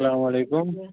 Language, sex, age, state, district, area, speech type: Kashmiri, male, 18-30, Jammu and Kashmir, Pulwama, rural, conversation